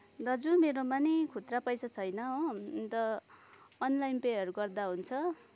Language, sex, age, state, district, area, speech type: Nepali, female, 30-45, West Bengal, Kalimpong, rural, spontaneous